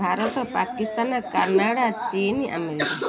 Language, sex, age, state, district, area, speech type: Odia, female, 30-45, Odisha, Kendrapara, urban, spontaneous